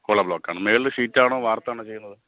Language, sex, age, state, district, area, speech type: Malayalam, male, 30-45, Kerala, Thiruvananthapuram, urban, conversation